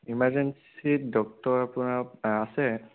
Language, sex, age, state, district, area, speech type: Assamese, male, 30-45, Assam, Sonitpur, urban, conversation